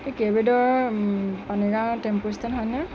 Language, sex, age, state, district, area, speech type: Assamese, female, 45-60, Assam, Lakhimpur, rural, spontaneous